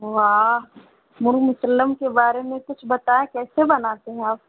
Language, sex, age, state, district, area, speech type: Urdu, female, 30-45, Uttar Pradesh, Balrampur, rural, conversation